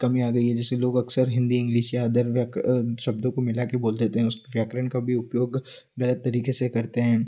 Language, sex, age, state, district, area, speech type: Hindi, male, 18-30, Madhya Pradesh, Ujjain, urban, spontaneous